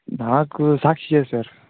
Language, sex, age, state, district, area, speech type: Telugu, male, 60+, Andhra Pradesh, Chittoor, rural, conversation